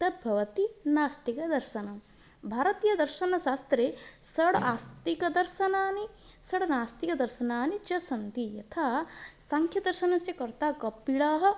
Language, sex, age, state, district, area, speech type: Sanskrit, female, 18-30, Odisha, Puri, rural, spontaneous